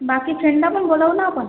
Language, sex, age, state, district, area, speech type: Marathi, female, 18-30, Maharashtra, Washim, rural, conversation